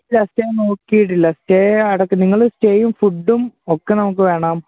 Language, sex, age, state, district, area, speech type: Malayalam, male, 18-30, Kerala, Wayanad, rural, conversation